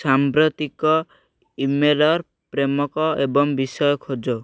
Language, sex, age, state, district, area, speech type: Odia, male, 18-30, Odisha, Ganjam, urban, read